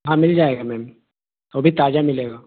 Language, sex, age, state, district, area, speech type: Hindi, male, 30-45, Madhya Pradesh, Betul, urban, conversation